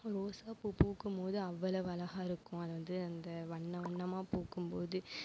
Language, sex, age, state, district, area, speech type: Tamil, female, 18-30, Tamil Nadu, Mayiladuthurai, urban, spontaneous